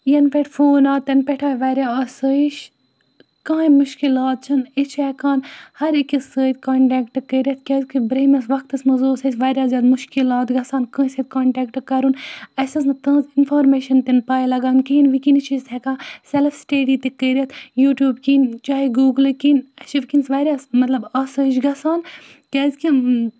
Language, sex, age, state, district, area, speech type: Kashmiri, female, 30-45, Jammu and Kashmir, Baramulla, rural, spontaneous